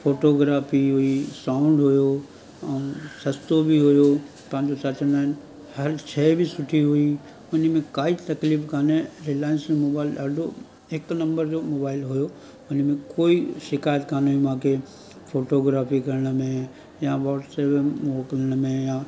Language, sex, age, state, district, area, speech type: Sindhi, male, 45-60, Gujarat, Surat, urban, spontaneous